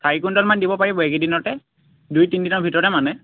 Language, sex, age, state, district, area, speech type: Assamese, male, 18-30, Assam, Tinsukia, urban, conversation